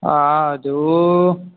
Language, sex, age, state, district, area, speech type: Kannada, male, 18-30, Karnataka, Uttara Kannada, rural, conversation